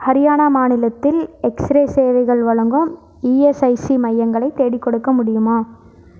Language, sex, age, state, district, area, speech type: Tamil, female, 18-30, Tamil Nadu, Erode, urban, read